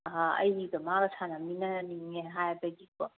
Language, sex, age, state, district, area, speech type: Manipuri, female, 30-45, Manipur, Kangpokpi, urban, conversation